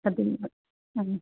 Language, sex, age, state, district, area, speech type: Manipuri, female, 45-60, Manipur, Churachandpur, urban, conversation